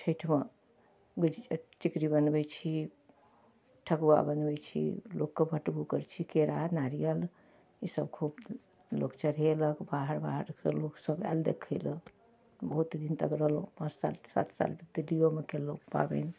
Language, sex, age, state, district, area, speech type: Maithili, female, 45-60, Bihar, Darbhanga, urban, spontaneous